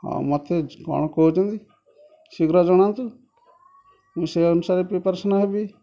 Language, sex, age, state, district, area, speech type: Odia, male, 30-45, Odisha, Kendujhar, urban, spontaneous